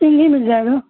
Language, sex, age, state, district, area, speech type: Urdu, male, 30-45, Bihar, Supaul, rural, conversation